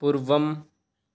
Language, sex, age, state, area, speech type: Sanskrit, male, 18-30, Bihar, rural, read